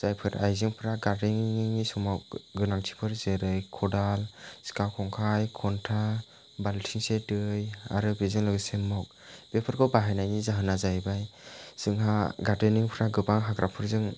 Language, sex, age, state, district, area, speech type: Bodo, male, 60+, Assam, Chirang, urban, spontaneous